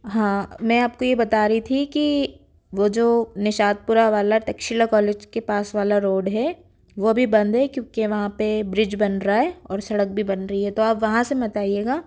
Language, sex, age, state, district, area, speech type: Hindi, female, 30-45, Madhya Pradesh, Bhopal, urban, spontaneous